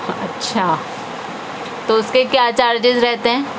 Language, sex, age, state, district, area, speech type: Urdu, female, 18-30, Delhi, South Delhi, urban, spontaneous